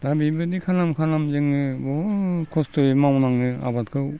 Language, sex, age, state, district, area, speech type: Bodo, male, 60+, Assam, Udalguri, rural, spontaneous